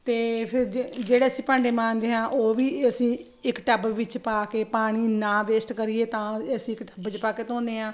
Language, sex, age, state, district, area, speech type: Punjabi, female, 45-60, Punjab, Ludhiana, urban, spontaneous